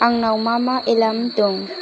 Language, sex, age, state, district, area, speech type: Bodo, female, 18-30, Assam, Kokrajhar, rural, read